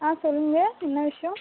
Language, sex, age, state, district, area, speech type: Tamil, female, 18-30, Tamil Nadu, Karur, rural, conversation